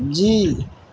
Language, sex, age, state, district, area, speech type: Urdu, male, 60+, Bihar, Madhubani, rural, spontaneous